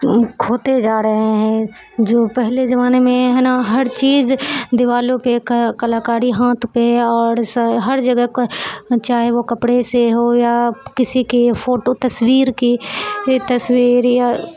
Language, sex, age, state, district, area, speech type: Urdu, female, 45-60, Bihar, Supaul, urban, spontaneous